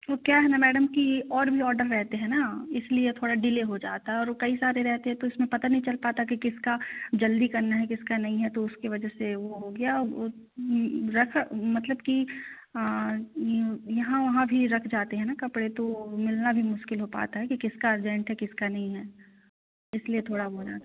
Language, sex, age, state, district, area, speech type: Hindi, female, 18-30, Madhya Pradesh, Katni, urban, conversation